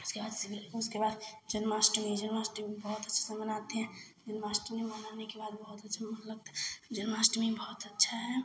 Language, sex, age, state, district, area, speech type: Hindi, female, 18-30, Bihar, Samastipur, rural, spontaneous